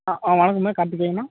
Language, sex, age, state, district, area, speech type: Tamil, male, 18-30, Tamil Nadu, Tenkasi, urban, conversation